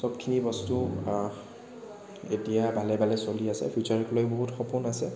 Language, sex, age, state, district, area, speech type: Assamese, male, 30-45, Assam, Kamrup Metropolitan, urban, spontaneous